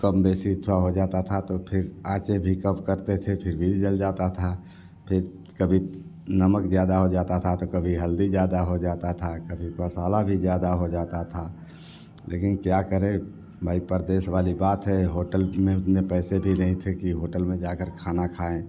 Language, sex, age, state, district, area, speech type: Hindi, male, 60+, Uttar Pradesh, Mau, rural, spontaneous